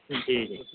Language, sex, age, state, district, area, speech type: Urdu, male, 18-30, Bihar, Purnia, rural, conversation